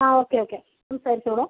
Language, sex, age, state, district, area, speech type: Malayalam, female, 18-30, Kerala, Wayanad, rural, conversation